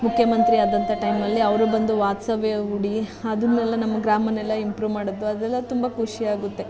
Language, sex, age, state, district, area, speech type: Kannada, female, 30-45, Karnataka, Mandya, rural, spontaneous